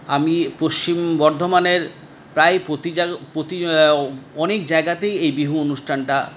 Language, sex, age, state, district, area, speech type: Bengali, male, 60+, West Bengal, Paschim Bardhaman, urban, spontaneous